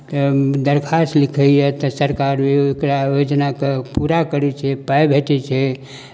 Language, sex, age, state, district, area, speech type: Maithili, male, 60+, Bihar, Darbhanga, rural, spontaneous